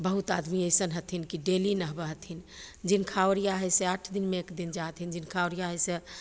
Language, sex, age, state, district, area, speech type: Maithili, female, 45-60, Bihar, Begusarai, rural, spontaneous